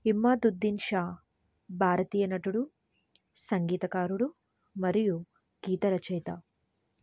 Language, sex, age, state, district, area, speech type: Telugu, female, 18-30, Andhra Pradesh, N T Rama Rao, urban, read